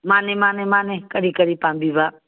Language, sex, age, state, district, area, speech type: Manipuri, female, 45-60, Manipur, Kangpokpi, urban, conversation